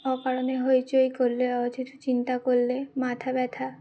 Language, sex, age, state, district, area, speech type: Bengali, female, 18-30, West Bengal, Uttar Dinajpur, urban, spontaneous